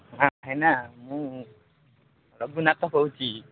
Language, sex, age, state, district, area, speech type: Odia, male, 30-45, Odisha, Nabarangpur, urban, conversation